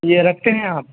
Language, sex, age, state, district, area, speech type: Urdu, male, 45-60, Uttar Pradesh, Rampur, urban, conversation